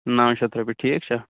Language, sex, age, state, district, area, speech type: Kashmiri, male, 30-45, Jammu and Kashmir, Kulgam, rural, conversation